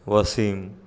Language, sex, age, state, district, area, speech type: Marathi, male, 60+, Maharashtra, Nagpur, urban, spontaneous